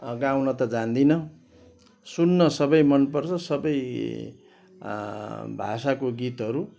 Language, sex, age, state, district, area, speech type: Nepali, male, 60+, West Bengal, Kalimpong, rural, spontaneous